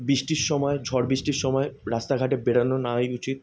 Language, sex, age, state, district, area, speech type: Bengali, male, 18-30, West Bengal, South 24 Parganas, urban, spontaneous